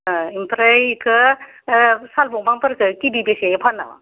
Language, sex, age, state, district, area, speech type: Bodo, female, 60+, Assam, Baksa, urban, conversation